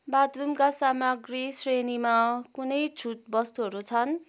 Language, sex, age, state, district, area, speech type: Nepali, female, 18-30, West Bengal, Kalimpong, rural, read